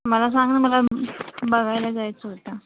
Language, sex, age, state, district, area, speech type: Marathi, female, 18-30, Maharashtra, Nagpur, urban, conversation